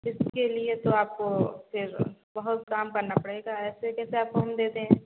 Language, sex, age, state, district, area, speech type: Hindi, female, 30-45, Uttar Pradesh, Sitapur, rural, conversation